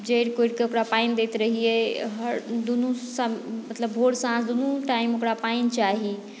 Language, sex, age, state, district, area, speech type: Maithili, female, 30-45, Bihar, Madhubani, rural, spontaneous